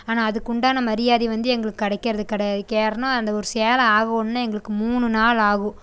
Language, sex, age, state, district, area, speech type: Tamil, female, 18-30, Tamil Nadu, Coimbatore, rural, spontaneous